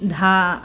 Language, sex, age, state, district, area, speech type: Sanskrit, female, 45-60, Telangana, Bhadradri Kothagudem, urban, spontaneous